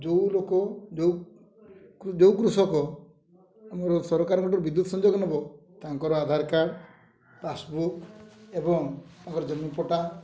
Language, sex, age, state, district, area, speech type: Odia, male, 45-60, Odisha, Mayurbhanj, rural, spontaneous